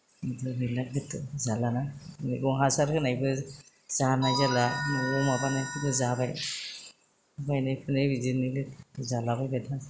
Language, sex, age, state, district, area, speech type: Bodo, female, 60+, Assam, Kokrajhar, rural, spontaneous